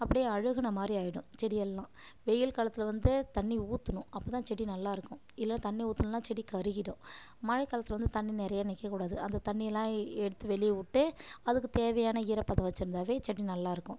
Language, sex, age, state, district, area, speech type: Tamil, female, 30-45, Tamil Nadu, Kallakurichi, rural, spontaneous